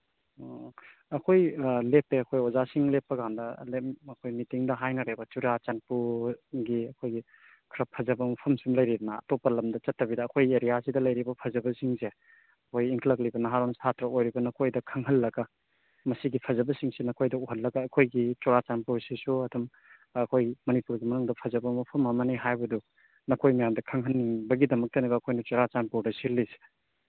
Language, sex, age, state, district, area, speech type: Manipuri, male, 30-45, Manipur, Churachandpur, rural, conversation